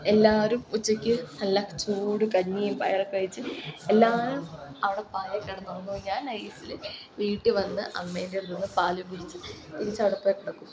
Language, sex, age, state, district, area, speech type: Malayalam, female, 18-30, Kerala, Kozhikode, rural, spontaneous